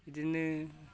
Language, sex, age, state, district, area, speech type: Bodo, male, 45-60, Assam, Kokrajhar, urban, spontaneous